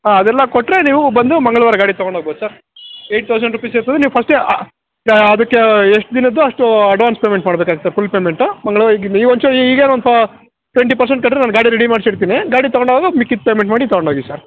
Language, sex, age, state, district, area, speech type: Kannada, male, 45-60, Karnataka, Kolar, rural, conversation